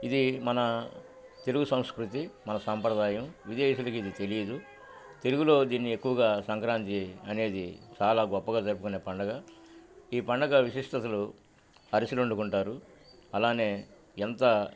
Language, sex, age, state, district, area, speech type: Telugu, male, 60+, Andhra Pradesh, Guntur, urban, spontaneous